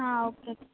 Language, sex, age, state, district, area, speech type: Marathi, female, 18-30, Maharashtra, Ratnagiri, rural, conversation